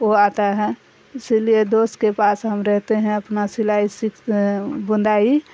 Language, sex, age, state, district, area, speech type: Urdu, female, 45-60, Bihar, Darbhanga, rural, spontaneous